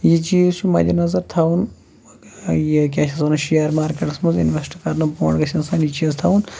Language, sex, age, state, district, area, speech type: Kashmiri, male, 18-30, Jammu and Kashmir, Shopian, urban, spontaneous